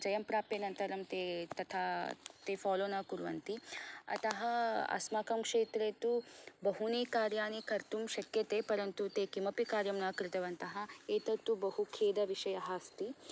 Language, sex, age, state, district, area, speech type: Sanskrit, female, 18-30, Karnataka, Belgaum, urban, spontaneous